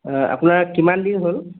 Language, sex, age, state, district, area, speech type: Assamese, male, 30-45, Assam, Golaghat, urban, conversation